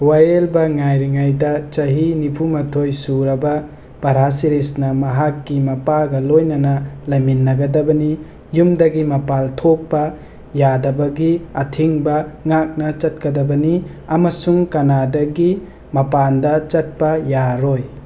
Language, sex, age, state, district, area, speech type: Manipuri, male, 30-45, Manipur, Tengnoupal, urban, read